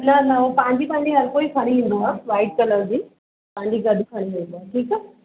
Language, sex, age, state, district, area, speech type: Sindhi, female, 45-60, Uttar Pradesh, Lucknow, urban, conversation